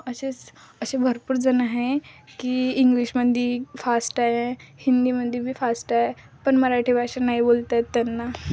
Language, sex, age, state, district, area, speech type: Marathi, female, 18-30, Maharashtra, Wardha, rural, spontaneous